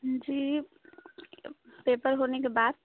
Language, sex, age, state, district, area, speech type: Hindi, female, 30-45, Uttar Pradesh, Chandauli, rural, conversation